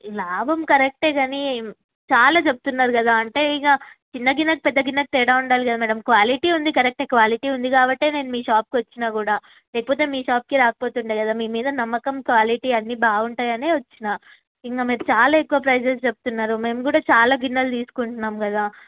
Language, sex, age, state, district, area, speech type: Telugu, female, 18-30, Telangana, Karimnagar, urban, conversation